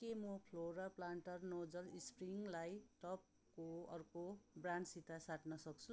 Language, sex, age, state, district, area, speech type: Nepali, female, 30-45, West Bengal, Darjeeling, rural, read